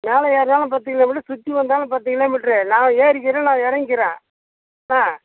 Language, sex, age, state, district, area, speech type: Tamil, male, 60+, Tamil Nadu, Tiruvannamalai, rural, conversation